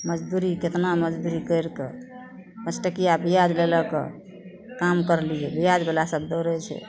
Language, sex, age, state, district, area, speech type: Maithili, female, 45-60, Bihar, Madhepura, rural, spontaneous